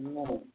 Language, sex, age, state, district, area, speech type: Maithili, male, 30-45, Bihar, Muzaffarpur, urban, conversation